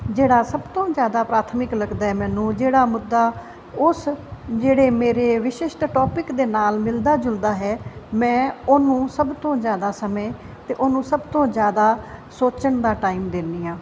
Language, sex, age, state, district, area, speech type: Punjabi, female, 45-60, Punjab, Fazilka, rural, spontaneous